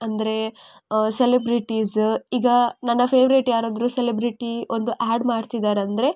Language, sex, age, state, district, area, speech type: Kannada, female, 18-30, Karnataka, Udupi, rural, spontaneous